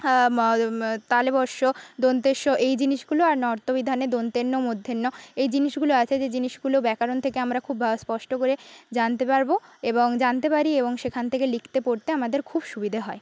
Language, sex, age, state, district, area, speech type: Bengali, female, 18-30, West Bengal, Paschim Medinipur, rural, spontaneous